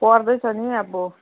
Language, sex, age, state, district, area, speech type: Nepali, female, 30-45, West Bengal, Kalimpong, rural, conversation